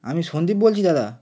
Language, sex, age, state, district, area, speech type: Bengali, male, 18-30, West Bengal, Howrah, urban, spontaneous